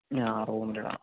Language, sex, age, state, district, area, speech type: Malayalam, male, 18-30, Kerala, Idukki, rural, conversation